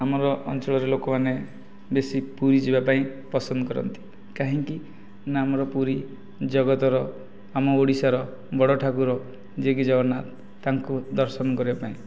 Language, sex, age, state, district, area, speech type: Odia, male, 30-45, Odisha, Nayagarh, rural, spontaneous